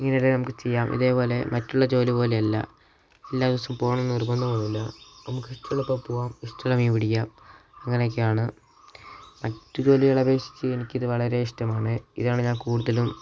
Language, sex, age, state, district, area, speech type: Malayalam, male, 18-30, Kerala, Wayanad, rural, spontaneous